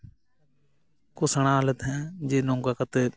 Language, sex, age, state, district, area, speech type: Santali, male, 30-45, West Bengal, Jhargram, rural, spontaneous